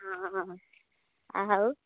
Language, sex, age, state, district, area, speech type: Odia, female, 45-60, Odisha, Angul, rural, conversation